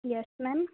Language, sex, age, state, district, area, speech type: Gujarati, female, 18-30, Gujarat, Kheda, rural, conversation